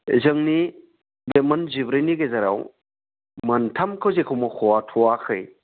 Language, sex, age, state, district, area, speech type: Bodo, male, 60+, Assam, Udalguri, urban, conversation